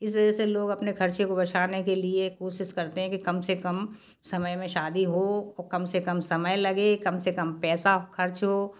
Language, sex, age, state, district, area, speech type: Hindi, female, 60+, Madhya Pradesh, Gwalior, urban, spontaneous